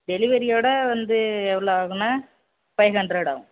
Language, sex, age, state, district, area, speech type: Tamil, male, 18-30, Tamil Nadu, Mayiladuthurai, urban, conversation